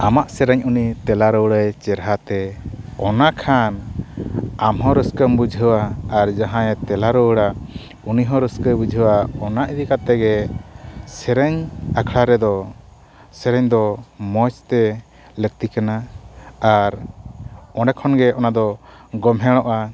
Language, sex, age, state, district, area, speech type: Santali, male, 45-60, Odisha, Mayurbhanj, rural, spontaneous